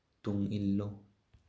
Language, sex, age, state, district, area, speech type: Manipuri, male, 18-30, Manipur, Tengnoupal, rural, read